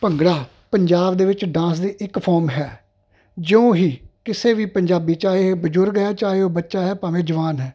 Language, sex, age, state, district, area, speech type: Punjabi, male, 45-60, Punjab, Ludhiana, urban, spontaneous